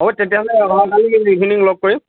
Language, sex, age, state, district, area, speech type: Assamese, male, 30-45, Assam, Lakhimpur, rural, conversation